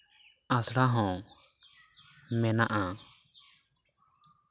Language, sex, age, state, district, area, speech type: Santali, male, 18-30, West Bengal, Bankura, rural, spontaneous